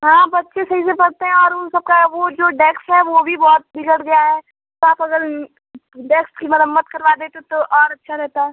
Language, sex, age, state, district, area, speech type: Hindi, female, 18-30, Uttar Pradesh, Ghazipur, rural, conversation